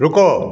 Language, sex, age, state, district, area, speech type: Hindi, male, 60+, Bihar, Begusarai, rural, read